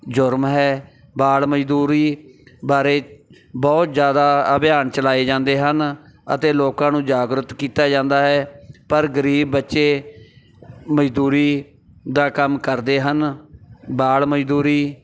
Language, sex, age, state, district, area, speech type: Punjabi, male, 45-60, Punjab, Bathinda, rural, spontaneous